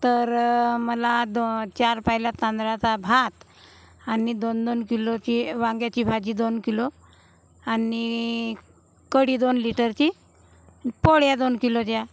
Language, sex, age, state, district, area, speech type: Marathi, female, 45-60, Maharashtra, Gondia, rural, spontaneous